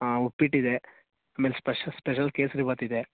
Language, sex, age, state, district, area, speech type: Kannada, male, 18-30, Karnataka, Mandya, rural, conversation